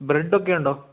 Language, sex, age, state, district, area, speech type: Malayalam, male, 18-30, Kerala, Kottayam, rural, conversation